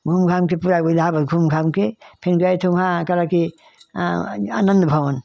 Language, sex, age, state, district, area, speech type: Hindi, female, 60+, Uttar Pradesh, Ghazipur, rural, spontaneous